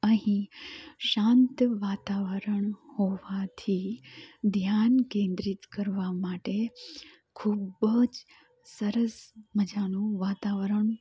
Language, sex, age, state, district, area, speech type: Gujarati, female, 30-45, Gujarat, Amreli, rural, spontaneous